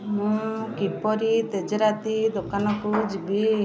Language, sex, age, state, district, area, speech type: Odia, female, 60+, Odisha, Puri, urban, read